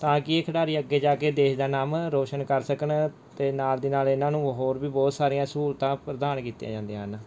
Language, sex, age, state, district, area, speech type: Punjabi, male, 18-30, Punjab, Mansa, urban, spontaneous